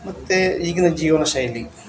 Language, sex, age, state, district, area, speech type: Kannada, male, 45-60, Karnataka, Dakshina Kannada, rural, spontaneous